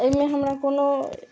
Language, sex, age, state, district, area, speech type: Maithili, female, 60+, Bihar, Sitamarhi, urban, spontaneous